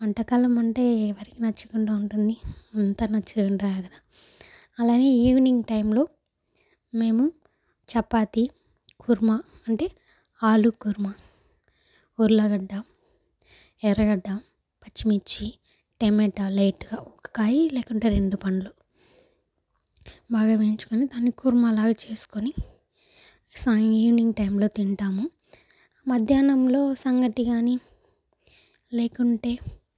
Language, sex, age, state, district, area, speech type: Telugu, female, 18-30, Andhra Pradesh, Sri Balaji, urban, spontaneous